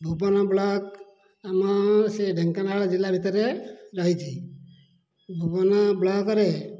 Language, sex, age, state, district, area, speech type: Odia, male, 60+, Odisha, Dhenkanal, rural, spontaneous